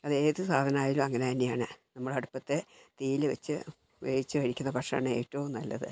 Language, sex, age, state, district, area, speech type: Malayalam, female, 60+, Kerala, Wayanad, rural, spontaneous